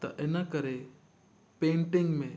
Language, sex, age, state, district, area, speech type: Sindhi, male, 18-30, Gujarat, Kutch, urban, spontaneous